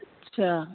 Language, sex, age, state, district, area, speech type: Hindi, male, 30-45, Uttar Pradesh, Mau, rural, conversation